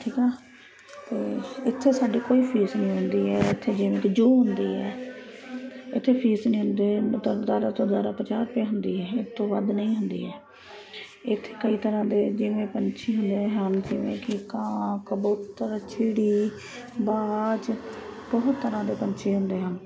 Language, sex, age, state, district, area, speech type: Punjabi, female, 30-45, Punjab, Ludhiana, urban, spontaneous